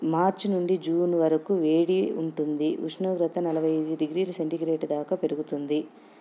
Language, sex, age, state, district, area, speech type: Telugu, female, 45-60, Andhra Pradesh, Anantapur, urban, spontaneous